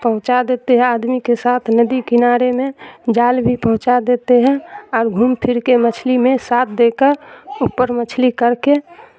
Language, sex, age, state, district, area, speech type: Urdu, female, 60+, Bihar, Darbhanga, rural, spontaneous